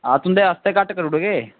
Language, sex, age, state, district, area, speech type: Dogri, male, 18-30, Jammu and Kashmir, Kathua, rural, conversation